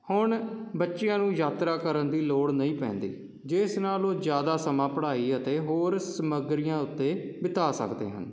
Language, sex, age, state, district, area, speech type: Punjabi, male, 30-45, Punjab, Jalandhar, urban, spontaneous